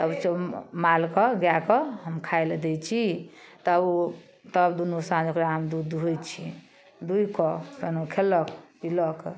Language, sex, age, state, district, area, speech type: Maithili, female, 45-60, Bihar, Darbhanga, urban, spontaneous